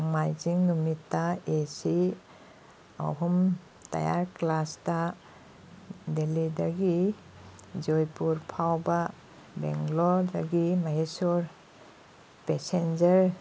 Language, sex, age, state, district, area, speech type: Manipuri, female, 60+, Manipur, Kangpokpi, urban, read